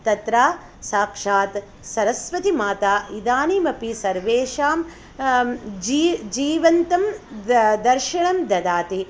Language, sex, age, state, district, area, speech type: Sanskrit, female, 45-60, Karnataka, Hassan, rural, spontaneous